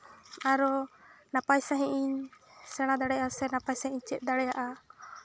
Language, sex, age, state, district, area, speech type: Santali, female, 18-30, West Bengal, Jhargram, rural, spontaneous